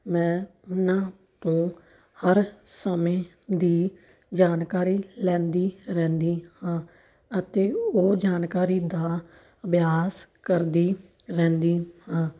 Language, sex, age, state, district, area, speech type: Punjabi, female, 18-30, Punjab, Fazilka, rural, spontaneous